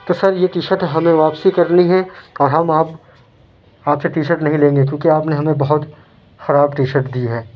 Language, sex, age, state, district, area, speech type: Urdu, male, 30-45, Uttar Pradesh, Lucknow, urban, spontaneous